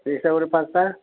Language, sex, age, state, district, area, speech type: Odia, male, 60+, Odisha, Gajapati, rural, conversation